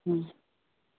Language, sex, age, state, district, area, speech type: Maithili, female, 45-60, Bihar, Purnia, rural, conversation